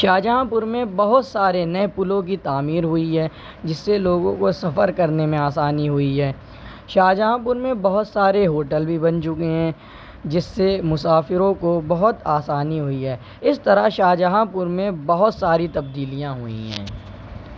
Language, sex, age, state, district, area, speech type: Urdu, male, 18-30, Uttar Pradesh, Shahjahanpur, rural, spontaneous